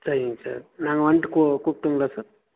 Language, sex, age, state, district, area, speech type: Tamil, male, 18-30, Tamil Nadu, Nilgiris, rural, conversation